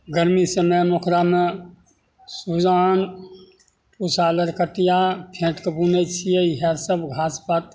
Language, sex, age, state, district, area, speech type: Maithili, male, 60+, Bihar, Begusarai, rural, spontaneous